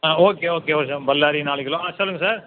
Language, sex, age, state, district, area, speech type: Tamil, male, 60+, Tamil Nadu, Cuddalore, urban, conversation